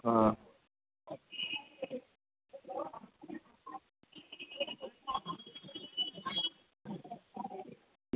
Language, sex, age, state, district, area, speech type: Gujarati, male, 18-30, Gujarat, Surat, urban, conversation